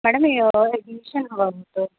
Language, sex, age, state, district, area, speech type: Marathi, female, 18-30, Maharashtra, Gondia, rural, conversation